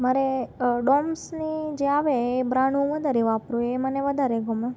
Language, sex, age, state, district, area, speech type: Gujarati, female, 30-45, Gujarat, Rajkot, urban, spontaneous